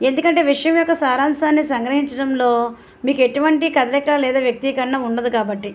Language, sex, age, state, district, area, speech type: Telugu, female, 60+, Andhra Pradesh, West Godavari, rural, spontaneous